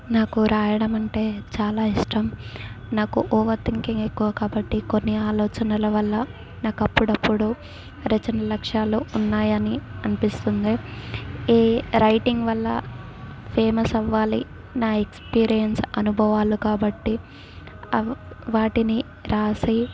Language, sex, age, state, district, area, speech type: Telugu, female, 18-30, Telangana, Adilabad, rural, spontaneous